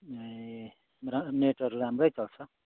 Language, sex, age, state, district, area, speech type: Nepali, male, 45-60, West Bengal, Kalimpong, rural, conversation